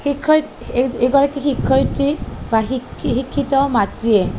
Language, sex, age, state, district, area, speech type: Assamese, female, 30-45, Assam, Nalbari, rural, spontaneous